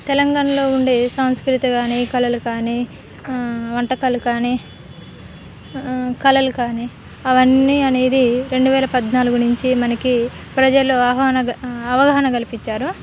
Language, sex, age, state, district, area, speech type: Telugu, female, 18-30, Telangana, Khammam, urban, spontaneous